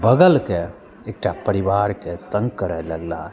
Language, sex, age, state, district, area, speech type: Maithili, male, 45-60, Bihar, Madhubani, rural, spontaneous